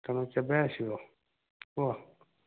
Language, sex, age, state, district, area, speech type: Odia, male, 45-60, Odisha, Dhenkanal, rural, conversation